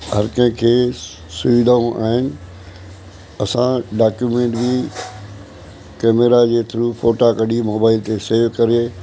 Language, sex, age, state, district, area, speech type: Sindhi, male, 60+, Maharashtra, Mumbai Suburban, urban, spontaneous